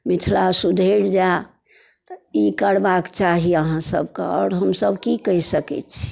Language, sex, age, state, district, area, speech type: Maithili, female, 60+, Bihar, Darbhanga, urban, spontaneous